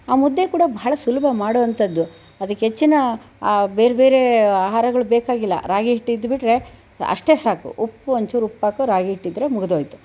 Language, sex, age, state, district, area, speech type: Kannada, female, 60+, Karnataka, Chitradurga, rural, spontaneous